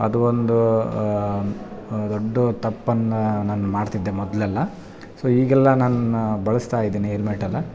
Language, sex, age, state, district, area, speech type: Kannada, male, 30-45, Karnataka, Bellary, urban, spontaneous